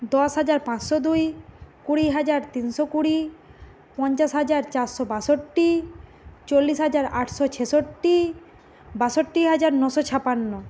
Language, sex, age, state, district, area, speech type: Bengali, female, 45-60, West Bengal, Bankura, urban, spontaneous